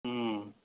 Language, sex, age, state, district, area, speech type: Maithili, male, 30-45, Bihar, Muzaffarpur, urban, conversation